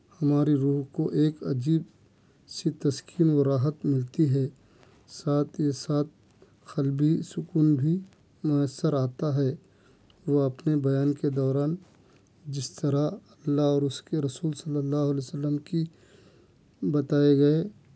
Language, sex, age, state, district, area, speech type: Urdu, male, 45-60, Telangana, Hyderabad, urban, spontaneous